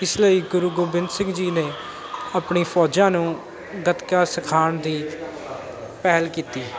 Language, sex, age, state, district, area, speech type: Punjabi, male, 18-30, Punjab, Ludhiana, urban, spontaneous